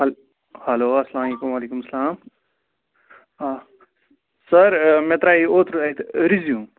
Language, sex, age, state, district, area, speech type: Kashmiri, male, 18-30, Jammu and Kashmir, Budgam, rural, conversation